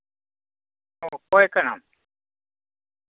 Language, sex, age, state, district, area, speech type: Santali, male, 45-60, West Bengal, Bankura, rural, conversation